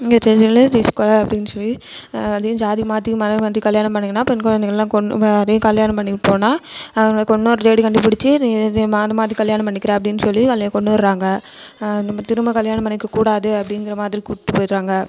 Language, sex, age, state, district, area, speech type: Tamil, female, 18-30, Tamil Nadu, Cuddalore, rural, spontaneous